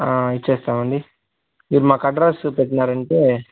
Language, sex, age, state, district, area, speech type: Telugu, male, 60+, Andhra Pradesh, Chittoor, rural, conversation